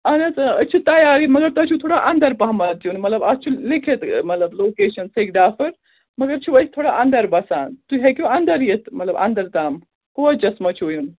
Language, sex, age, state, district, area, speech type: Kashmiri, female, 30-45, Jammu and Kashmir, Srinagar, urban, conversation